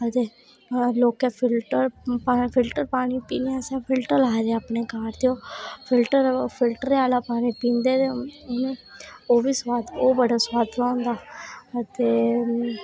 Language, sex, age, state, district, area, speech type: Dogri, female, 18-30, Jammu and Kashmir, Reasi, rural, spontaneous